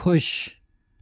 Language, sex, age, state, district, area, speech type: Hindi, male, 45-60, Madhya Pradesh, Bhopal, urban, read